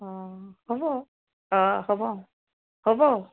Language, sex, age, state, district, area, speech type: Assamese, female, 60+, Assam, Goalpara, urban, conversation